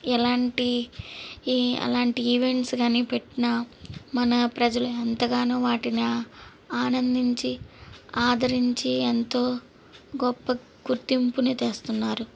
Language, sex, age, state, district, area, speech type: Telugu, female, 18-30, Andhra Pradesh, Guntur, urban, spontaneous